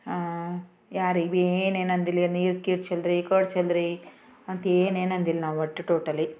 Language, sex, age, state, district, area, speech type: Kannada, female, 45-60, Karnataka, Bidar, urban, spontaneous